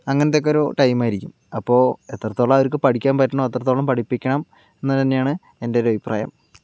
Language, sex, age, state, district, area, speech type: Malayalam, male, 18-30, Kerala, Palakkad, rural, spontaneous